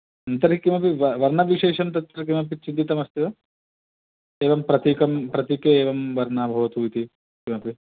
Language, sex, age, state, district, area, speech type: Sanskrit, male, 30-45, Andhra Pradesh, Chittoor, urban, conversation